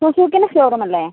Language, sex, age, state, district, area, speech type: Malayalam, female, 30-45, Kerala, Wayanad, rural, conversation